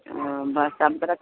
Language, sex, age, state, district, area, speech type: Maithili, female, 60+, Bihar, Araria, rural, conversation